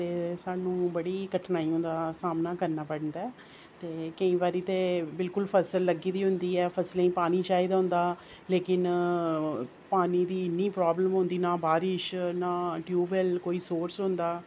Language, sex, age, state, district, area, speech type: Dogri, female, 30-45, Jammu and Kashmir, Reasi, rural, spontaneous